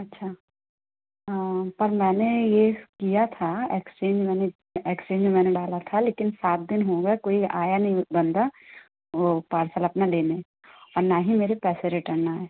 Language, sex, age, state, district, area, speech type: Hindi, female, 18-30, Madhya Pradesh, Katni, urban, conversation